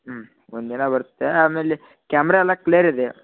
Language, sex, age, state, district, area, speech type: Kannada, male, 18-30, Karnataka, Gadag, rural, conversation